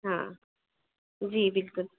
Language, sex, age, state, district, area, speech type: Dogri, female, 30-45, Jammu and Kashmir, Udhampur, urban, conversation